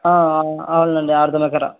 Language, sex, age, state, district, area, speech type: Telugu, male, 18-30, Andhra Pradesh, Kadapa, rural, conversation